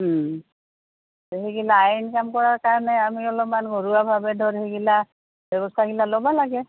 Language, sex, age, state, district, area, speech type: Assamese, female, 60+, Assam, Goalpara, rural, conversation